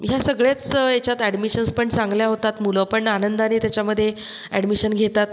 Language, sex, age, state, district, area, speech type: Marathi, female, 45-60, Maharashtra, Buldhana, rural, spontaneous